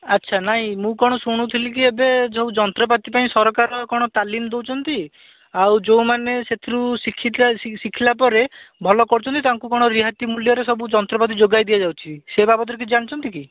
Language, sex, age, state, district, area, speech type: Odia, male, 45-60, Odisha, Bhadrak, rural, conversation